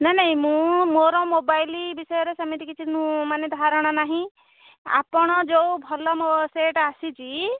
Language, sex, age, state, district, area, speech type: Odia, female, 30-45, Odisha, Nayagarh, rural, conversation